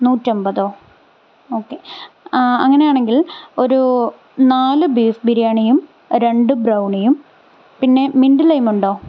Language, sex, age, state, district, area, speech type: Malayalam, female, 18-30, Kerala, Thiruvananthapuram, rural, spontaneous